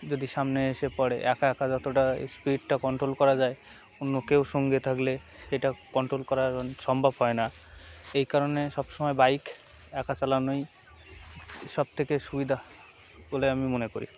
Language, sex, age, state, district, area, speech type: Bengali, male, 18-30, West Bengal, Uttar Dinajpur, urban, spontaneous